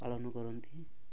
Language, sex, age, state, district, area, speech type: Odia, male, 18-30, Odisha, Nabarangpur, urban, spontaneous